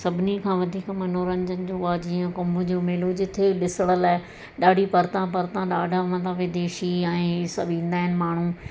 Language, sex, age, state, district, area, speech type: Sindhi, female, 45-60, Madhya Pradesh, Katni, urban, spontaneous